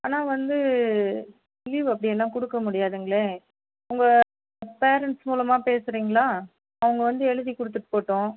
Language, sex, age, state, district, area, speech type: Tamil, female, 30-45, Tamil Nadu, Dharmapuri, rural, conversation